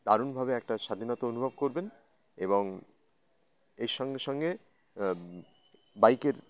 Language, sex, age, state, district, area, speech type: Bengali, male, 30-45, West Bengal, Howrah, urban, spontaneous